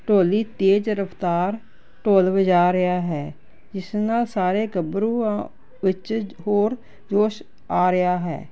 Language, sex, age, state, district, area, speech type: Punjabi, female, 60+, Punjab, Jalandhar, urban, spontaneous